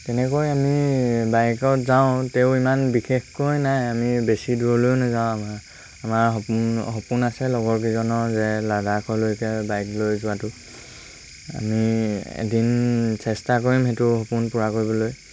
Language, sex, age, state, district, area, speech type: Assamese, male, 18-30, Assam, Lakhimpur, rural, spontaneous